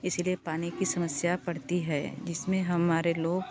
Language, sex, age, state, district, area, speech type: Hindi, female, 30-45, Uttar Pradesh, Varanasi, rural, spontaneous